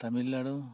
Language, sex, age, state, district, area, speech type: Santali, male, 60+, West Bengal, Purba Bardhaman, rural, spontaneous